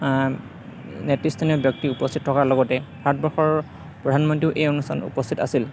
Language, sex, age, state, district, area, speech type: Assamese, male, 30-45, Assam, Morigaon, rural, spontaneous